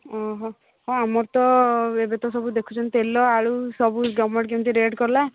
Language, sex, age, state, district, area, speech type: Odia, female, 45-60, Odisha, Angul, rural, conversation